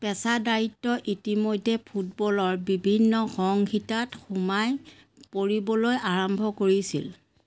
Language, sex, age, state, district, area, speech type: Assamese, female, 30-45, Assam, Biswanath, rural, read